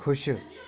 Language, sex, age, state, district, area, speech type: Dogri, male, 18-30, Jammu and Kashmir, Reasi, rural, read